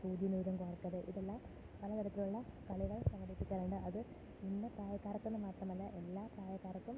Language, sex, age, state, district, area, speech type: Malayalam, female, 30-45, Kerala, Kottayam, rural, spontaneous